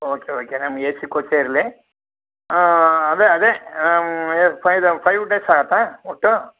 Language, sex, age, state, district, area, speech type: Kannada, male, 60+, Karnataka, Shimoga, urban, conversation